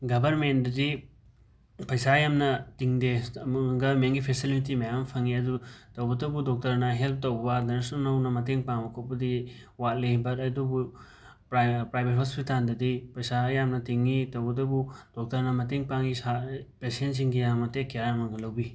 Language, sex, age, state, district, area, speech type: Manipuri, male, 18-30, Manipur, Imphal West, rural, spontaneous